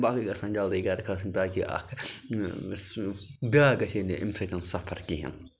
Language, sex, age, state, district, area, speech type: Kashmiri, male, 30-45, Jammu and Kashmir, Budgam, rural, spontaneous